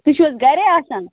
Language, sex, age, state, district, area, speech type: Kashmiri, female, 30-45, Jammu and Kashmir, Bandipora, rural, conversation